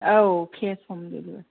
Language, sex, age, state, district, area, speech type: Bodo, female, 45-60, Assam, Kokrajhar, rural, conversation